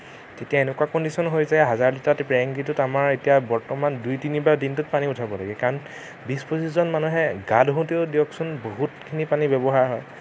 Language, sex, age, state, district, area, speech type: Assamese, male, 18-30, Assam, Nagaon, rural, spontaneous